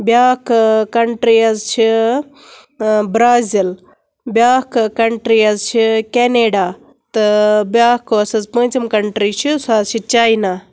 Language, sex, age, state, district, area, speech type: Kashmiri, female, 30-45, Jammu and Kashmir, Baramulla, rural, spontaneous